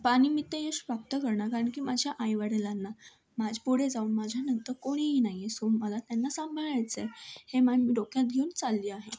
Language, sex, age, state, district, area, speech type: Marathi, female, 18-30, Maharashtra, Thane, urban, spontaneous